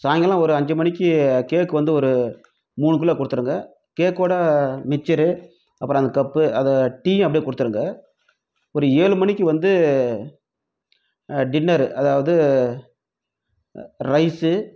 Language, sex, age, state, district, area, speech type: Tamil, male, 30-45, Tamil Nadu, Krishnagiri, rural, spontaneous